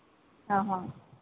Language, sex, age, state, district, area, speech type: Odia, female, 18-30, Odisha, Sambalpur, rural, conversation